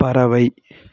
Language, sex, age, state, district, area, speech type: Tamil, female, 18-30, Tamil Nadu, Dharmapuri, rural, read